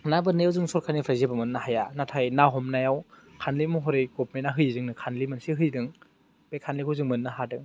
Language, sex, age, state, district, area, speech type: Bodo, male, 18-30, Assam, Baksa, rural, spontaneous